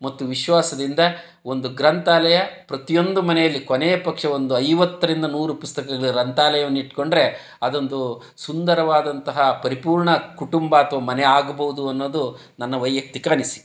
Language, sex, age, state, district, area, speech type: Kannada, male, 60+, Karnataka, Chitradurga, rural, spontaneous